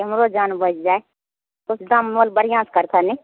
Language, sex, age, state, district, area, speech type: Maithili, female, 45-60, Bihar, Begusarai, rural, conversation